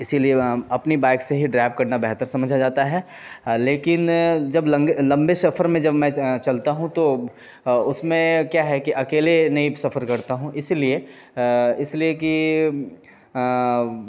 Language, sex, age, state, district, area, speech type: Urdu, male, 30-45, Bihar, Khagaria, rural, spontaneous